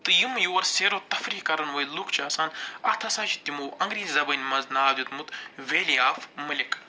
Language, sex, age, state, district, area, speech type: Kashmiri, male, 45-60, Jammu and Kashmir, Budgam, urban, spontaneous